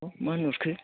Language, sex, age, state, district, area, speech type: Bodo, female, 60+, Assam, Udalguri, rural, conversation